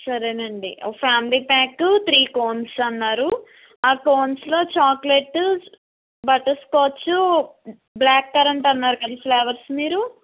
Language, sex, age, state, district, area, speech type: Telugu, female, 60+, Andhra Pradesh, Eluru, urban, conversation